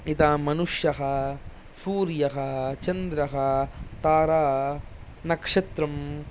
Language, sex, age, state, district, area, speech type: Sanskrit, male, 18-30, Andhra Pradesh, Chittoor, rural, spontaneous